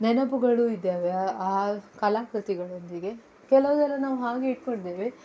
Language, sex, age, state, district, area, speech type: Kannada, female, 18-30, Karnataka, Udupi, urban, spontaneous